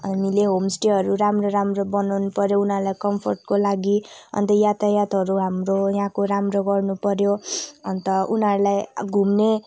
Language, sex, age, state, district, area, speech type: Nepali, female, 18-30, West Bengal, Kalimpong, rural, spontaneous